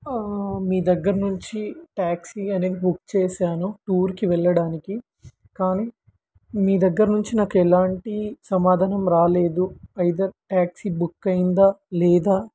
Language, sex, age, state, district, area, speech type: Telugu, male, 18-30, Telangana, Warangal, rural, spontaneous